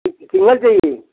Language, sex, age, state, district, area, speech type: Hindi, male, 60+, Uttar Pradesh, Bhadohi, rural, conversation